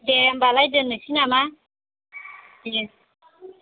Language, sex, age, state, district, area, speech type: Bodo, female, 30-45, Assam, Chirang, urban, conversation